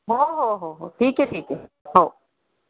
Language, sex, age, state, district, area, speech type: Marathi, female, 30-45, Maharashtra, Buldhana, rural, conversation